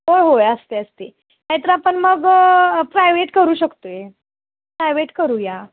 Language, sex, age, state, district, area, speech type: Marathi, female, 30-45, Maharashtra, Kolhapur, rural, conversation